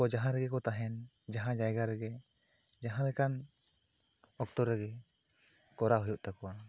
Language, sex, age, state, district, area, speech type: Santali, male, 30-45, West Bengal, Bankura, rural, spontaneous